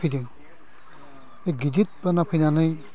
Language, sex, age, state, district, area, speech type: Bodo, male, 45-60, Assam, Udalguri, rural, spontaneous